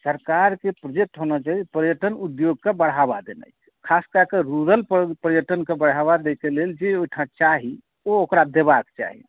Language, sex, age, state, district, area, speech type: Maithili, male, 60+, Bihar, Saharsa, urban, conversation